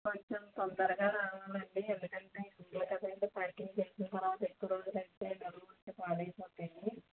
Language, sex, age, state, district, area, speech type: Telugu, female, 45-60, Telangana, Mancherial, rural, conversation